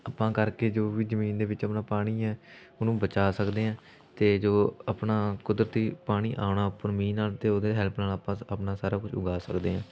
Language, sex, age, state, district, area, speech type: Punjabi, male, 18-30, Punjab, Fatehgarh Sahib, rural, spontaneous